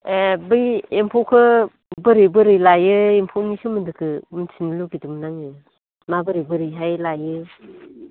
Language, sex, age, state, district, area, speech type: Bodo, female, 45-60, Assam, Baksa, rural, conversation